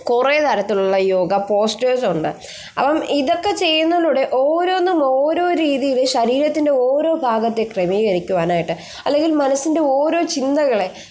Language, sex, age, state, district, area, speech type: Malayalam, female, 18-30, Kerala, Thiruvananthapuram, rural, spontaneous